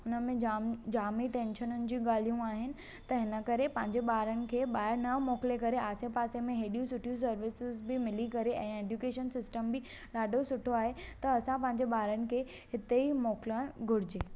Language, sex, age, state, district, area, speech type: Sindhi, female, 18-30, Maharashtra, Thane, urban, spontaneous